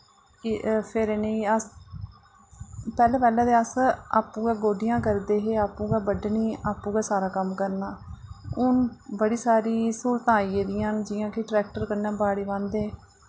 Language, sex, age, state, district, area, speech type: Dogri, female, 30-45, Jammu and Kashmir, Reasi, rural, spontaneous